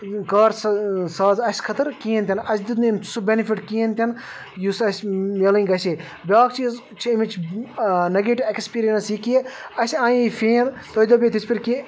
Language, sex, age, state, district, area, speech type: Kashmiri, male, 30-45, Jammu and Kashmir, Baramulla, rural, spontaneous